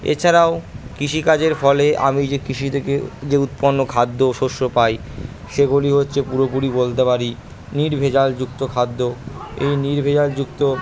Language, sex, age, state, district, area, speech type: Bengali, female, 30-45, West Bengal, Purba Bardhaman, urban, spontaneous